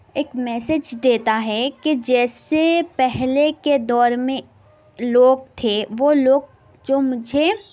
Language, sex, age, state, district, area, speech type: Urdu, female, 18-30, Telangana, Hyderabad, urban, spontaneous